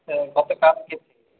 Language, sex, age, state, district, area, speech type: Bengali, male, 30-45, West Bengal, Paschim Bardhaman, urban, conversation